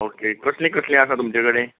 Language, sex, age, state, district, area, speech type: Goan Konkani, male, 45-60, Goa, Bardez, urban, conversation